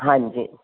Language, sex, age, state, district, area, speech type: Punjabi, female, 45-60, Punjab, Fazilka, rural, conversation